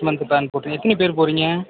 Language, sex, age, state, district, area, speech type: Tamil, male, 45-60, Tamil Nadu, Mayiladuthurai, rural, conversation